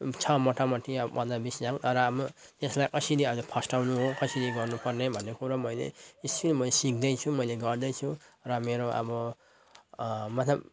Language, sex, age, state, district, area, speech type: Nepali, male, 30-45, West Bengal, Jalpaiguri, urban, spontaneous